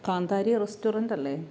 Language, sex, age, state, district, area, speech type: Malayalam, female, 30-45, Kerala, Kottayam, rural, spontaneous